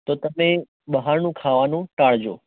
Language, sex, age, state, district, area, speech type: Gujarati, male, 18-30, Gujarat, Mehsana, rural, conversation